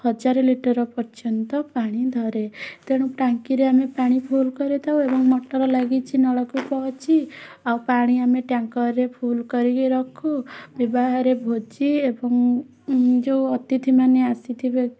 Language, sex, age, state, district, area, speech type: Odia, female, 18-30, Odisha, Bhadrak, rural, spontaneous